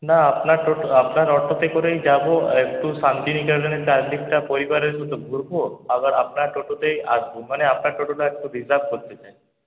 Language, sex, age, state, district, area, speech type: Bengali, male, 18-30, West Bengal, Purulia, urban, conversation